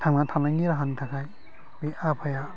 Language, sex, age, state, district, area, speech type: Bodo, male, 45-60, Assam, Udalguri, rural, spontaneous